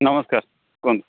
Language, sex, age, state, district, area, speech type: Odia, male, 45-60, Odisha, Jagatsinghpur, urban, conversation